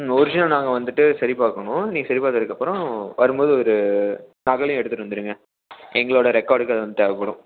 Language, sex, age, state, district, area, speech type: Tamil, male, 18-30, Tamil Nadu, Salem, rural, conversation